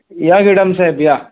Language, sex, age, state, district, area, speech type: Marathi, male, 18-30, Maharashtra, Nagpur, urban, conversation